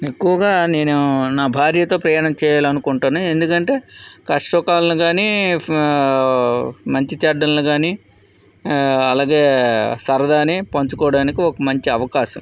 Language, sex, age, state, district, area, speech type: Telugu, male, 45-60, Andhra Pradesh, Vizianagaram, rural, spontaneous